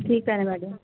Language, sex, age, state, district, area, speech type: Marathi, female, 30-45, Maharashtra, Nagpur, urban, conversation